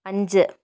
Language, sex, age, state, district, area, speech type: Malayalam, female, 60+, Kerala, Kozhikode, rural, read